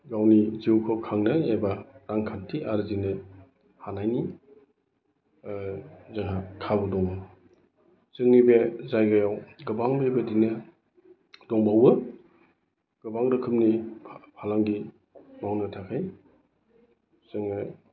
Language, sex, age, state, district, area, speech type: Bodo, male, 45-60, Assam, Chirang, urban, spontaneous